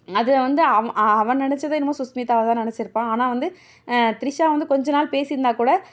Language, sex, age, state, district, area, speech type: Tamil, female, 30-45, Tamil Nadu, Mayiladuthurai, rural, spontaneous